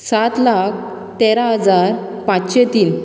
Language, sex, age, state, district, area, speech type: Goan Konkani, female, 30-45, Goa, Canacona, rural, spontaneous